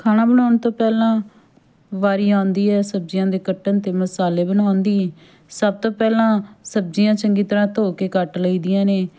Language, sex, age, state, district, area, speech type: Punjabi, female, 30-45, Punjab, Fatehgarh Sahib, rural, spontaneous